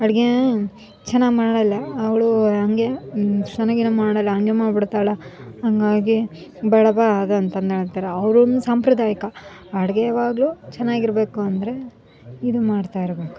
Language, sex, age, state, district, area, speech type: Kannada, female, 18-30, Karnataka, Koppal, rural, spontaneous